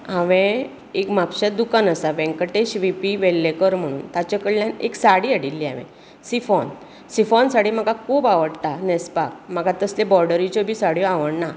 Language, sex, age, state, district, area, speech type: Goan Konkani, female, 45-60, Goa, Bardez, urban, spontaneous